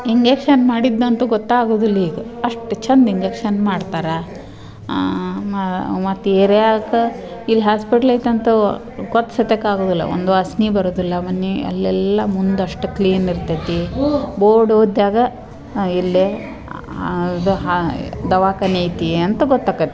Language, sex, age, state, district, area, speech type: Kannada, female, 45-60, Karnataka, Dharwad, rural, spontaneous